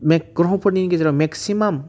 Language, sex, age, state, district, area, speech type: Bodo, male, 30-45, Assam, Udalguri, urban, spontaneous